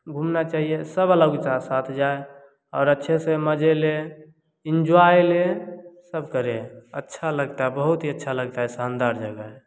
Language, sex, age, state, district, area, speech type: Hindi, male, 18-30, Bihar, Samastipur, rural, spontaneous